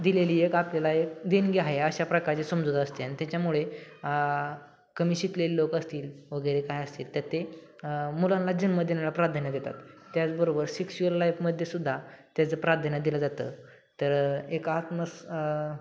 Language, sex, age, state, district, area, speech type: Marathi, male, 18-30, Maharashtra, Satara, urban, spontaneous